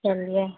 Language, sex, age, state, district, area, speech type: Hindi, female, 60+, Uttar Pradesh, Sitapur, rural, conversation